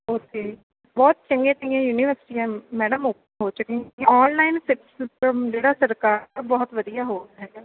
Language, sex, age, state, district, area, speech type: Punjabi, female, 30-45, Punjab, Bathinda, rural, conversation